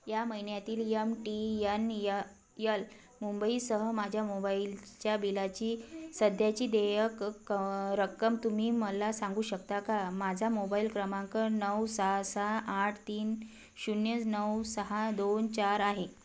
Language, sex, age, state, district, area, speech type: Marathi, female, 30-45, Maharashtra, Wardha, rural, read